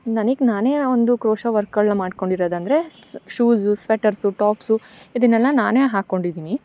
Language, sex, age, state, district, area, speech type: Kannada, female, 18-30, Karnataka, Chikkamagaluru, rural, spontaneous